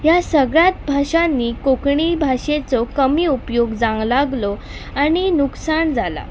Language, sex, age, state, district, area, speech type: Goan Konkani, female, 18-30, Goa, Pernem, rural, spontaneous